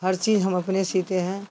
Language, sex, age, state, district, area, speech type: Hindi, female, 60+, Bihar, Samastipur, rural, spontaneous